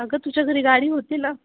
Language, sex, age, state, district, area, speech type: Marathi, female, 18-30, Maharashtra, Ahmednagar, urban, conversation